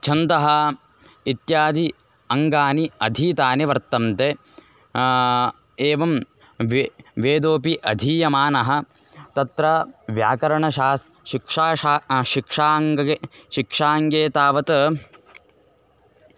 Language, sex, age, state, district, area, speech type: Sanskrit, male, 18-30, Karnataka, Bellary, rural, spontaneous